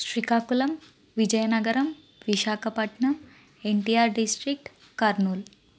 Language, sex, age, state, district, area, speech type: Telugu, female, 30-45, Andhra Pradesh, Guntur, urban, spontaneous